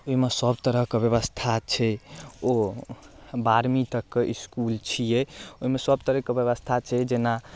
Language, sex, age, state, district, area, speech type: Maithili, male, 18-30, Bihar, Darbhanga, rural, spontaneous